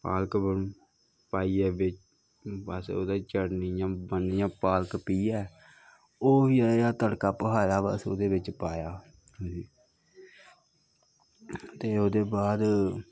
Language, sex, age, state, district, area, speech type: Dogri, male, 18-30, Jammu and Kashmir, Kathua, rural, spontaneous